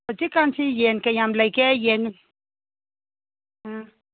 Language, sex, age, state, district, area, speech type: Manipuri, female, 60+, Manipur, Ukhrul, rural, conversation